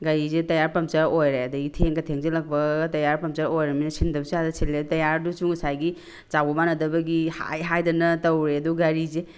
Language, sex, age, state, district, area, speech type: Manipuri, female, 45-60, Manipur, Tengnoupal, rural, spontaneous